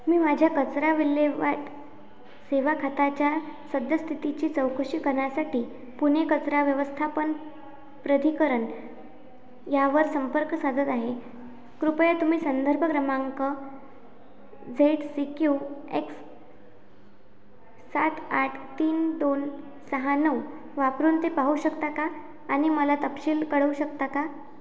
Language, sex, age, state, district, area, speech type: Marathi, female, 18-30, Maharashtra, Amravati, rural, read